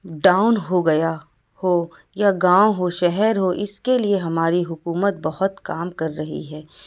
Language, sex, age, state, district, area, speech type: Urdu, female, 45-60, Uttar Pradesh, Lucknow, rural, spontaneous